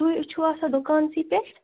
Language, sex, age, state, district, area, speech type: Kashmiri, female, 30-45, Jammu and Kashmir, Bandipora, rural, conversation